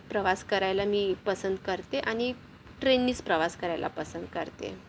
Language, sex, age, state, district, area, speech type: Marathi, female, 45-60, Maharashtra, Yavatmal, urban, spontaneous